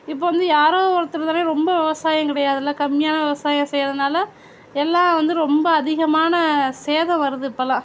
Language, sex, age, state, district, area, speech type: Tamil, female, 45-60, Tamil Nadu, Sivaganga, rural, spontaneous